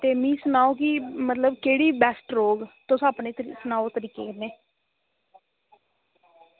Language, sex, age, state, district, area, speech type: Dogri, female, 30-45, Jammu and Kashmir, Reasi, rural, conversation